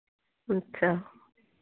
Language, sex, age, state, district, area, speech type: Hindi, female, 45-60, Uttar Pradesh, Hardoi, rural, conversation